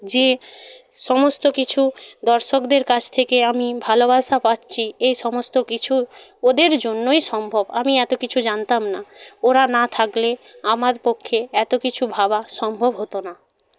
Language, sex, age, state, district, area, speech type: Bengali, female, 60+, West Bengal, Jhargram, rural, spontaneous